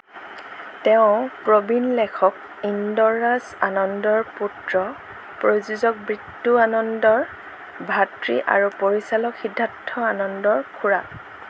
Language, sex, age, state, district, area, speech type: Assamese, female, 30-45, Assam, Lakhimpur, rural, read